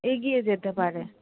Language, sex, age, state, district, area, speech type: Bengali, female, 18-30, West Bengal, Darjeeling, rural, conversation